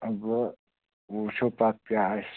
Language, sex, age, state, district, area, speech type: Kashmiri, male, 45-60, Jammu and Kashmir, Bandipora, rural, conversation